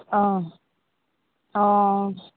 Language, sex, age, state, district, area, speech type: Assamese, female, 30-45, Assam, Charaideo, rural, conversation